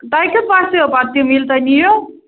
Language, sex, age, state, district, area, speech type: Kashmiri, female, 18-30, Jammu and Kashmir, Budgam, rural, conversation